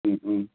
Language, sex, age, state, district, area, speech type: Malayalam, male, 18-30, Kerala, Kozhikode, rural, conversation